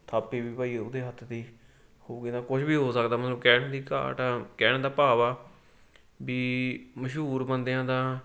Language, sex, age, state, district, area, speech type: Punjabi, male, 18-30, Punjab, Fatehgarh Sahib, rural, spontaneous